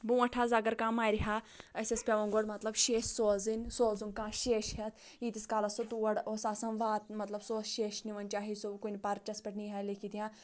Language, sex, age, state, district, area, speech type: Kashmiri, female, 30-45, Jammu and Kashmir, Anantnag, rural, spontaneous